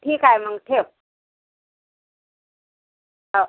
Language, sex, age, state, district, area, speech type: Marathi, female, 45-60, Maharashtra, Washim, rural, conversation